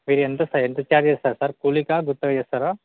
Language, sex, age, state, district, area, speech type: Telugu, male, 18-30, Telangana, Bhadradri Kothagudem, urban, conversation